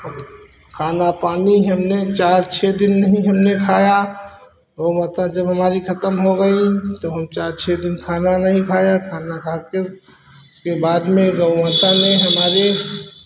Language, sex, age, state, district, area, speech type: Hindi, male, 60+, Uttar Pradesh, Hardoi, rural, spontaneous